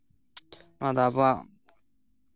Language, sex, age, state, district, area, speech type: Santali, male, 30-45, West Bengal, Purulia, rural, spontaneous